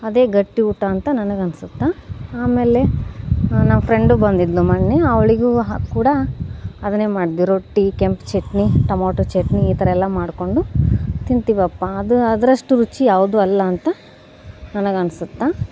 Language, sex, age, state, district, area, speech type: Kannada, female, 18-30, Karnataka, Gadag, rural, spontaneous